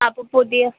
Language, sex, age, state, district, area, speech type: Malayalam, female, 18-30, Kerala, Thiruvananthapuram, rural, conversation